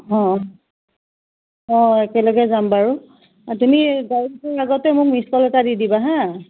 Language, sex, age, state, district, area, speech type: Assamese, female, 45-60, Assam, Biswanath, rural, conversation